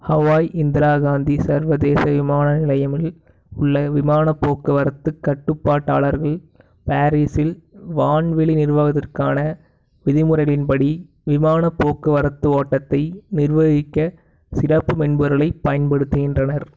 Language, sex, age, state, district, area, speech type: Tamil, male, 18-30, Tamil Nadu, Tiruppur, urban, read